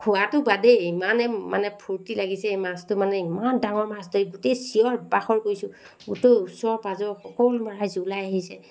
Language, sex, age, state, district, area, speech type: Assamese, female, 45-60, Assam, Sivasagar, rural, spontaneous